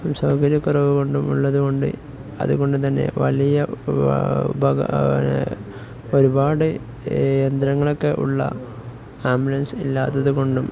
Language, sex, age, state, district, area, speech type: Malayalam, male, 18-30, Kerala, Kozhikode, rural, spontaneous